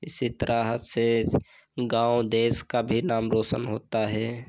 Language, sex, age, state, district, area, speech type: Hindi, male, 30-45, Uttar Pradesh, Lucknow, rural, spontaneous